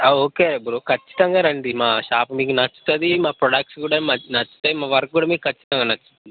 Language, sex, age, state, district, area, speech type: Telugu, male, 18-30, Telangana, Peddapalli, rural, conversation